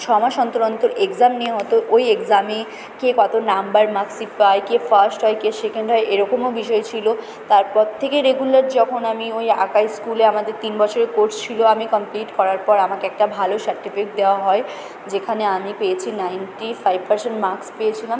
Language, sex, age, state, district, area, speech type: Bengali, female, 18-30, West Bengal, Purba Bardhaman, urban, spontaneous